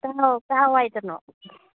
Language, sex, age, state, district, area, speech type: Manipuri, female, 30-45, Manipur, Kangpokpi, urban, conversation